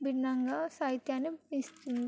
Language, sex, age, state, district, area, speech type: Telugu, female, 18-30, Telangana, Sangareddy, urban, spontaneous